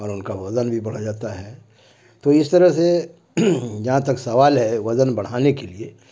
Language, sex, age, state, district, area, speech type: Urdu, male, 60+, Bihar, Khagaria, rural, spontaneous